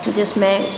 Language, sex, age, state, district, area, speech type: Hindi, female, 60+, Rajasthan, Jodhpur, urban, spontaneous